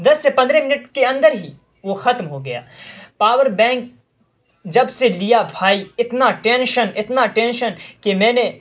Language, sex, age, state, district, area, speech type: Urdu, male, 18-30, Bihar, Saharsa, rural, spontaneous